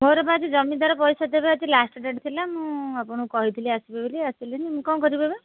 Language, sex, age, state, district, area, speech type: Odia, female, 60+, Odisha, Kendrapara, urban, conversation